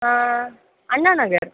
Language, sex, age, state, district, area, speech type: Tamil, female, 30-45, Tamil Nadu, Pudukkottai, rural, conversation